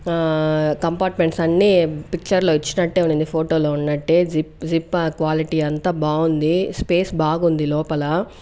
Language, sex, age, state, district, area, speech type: Telugu, female, 18-30, Andhra Pradesh, Chittoor, urban, spontaneous